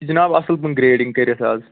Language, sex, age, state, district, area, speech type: Kashmiri, male, 30-45, Jammu and Kashmir, Anantnag, rural, conversation